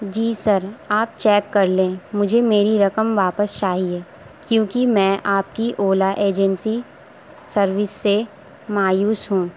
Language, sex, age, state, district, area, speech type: Urdu, female, 18-30, Uttar Pradesh, Gautam Buddha Nagar, urban, spontaneous